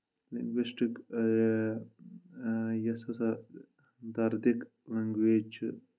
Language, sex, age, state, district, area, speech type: Kashmiri, male, 18-30, Jammu and Kashmir, Kulgam, rural, spontaneous